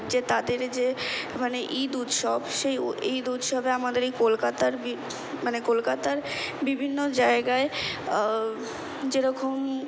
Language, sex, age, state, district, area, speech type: Bengali, female, 18-30, West Bengal, Kolkata, urban, spontaneous